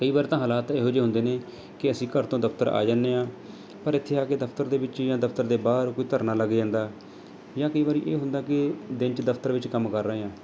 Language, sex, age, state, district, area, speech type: Punjabi, male, 30-45, Punjab, Mohali, urban, spontaneous